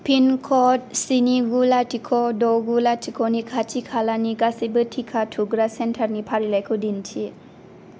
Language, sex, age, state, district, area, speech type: Bodo, female, 18-30, Assam, Kokrajhar, rural, read